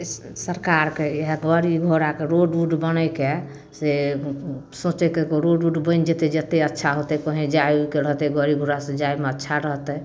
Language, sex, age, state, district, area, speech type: Maithili, female, 45-60, Bihar, Samastipur, rural, spontaneous